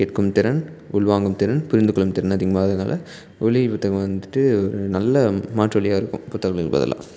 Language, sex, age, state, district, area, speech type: Tamil, male, 18-30, Tamil Nadu, Salem, rural, spontaneous